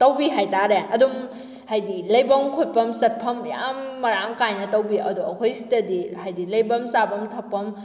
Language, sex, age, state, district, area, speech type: Manipuri, female, 18-30, Manipur, Kakching, rural, spontaneous